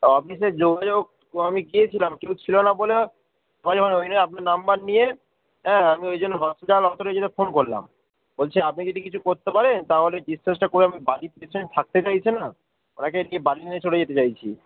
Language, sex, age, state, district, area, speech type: Bengali, male, 45-60, West Bengal, Hooghly, rural, conversation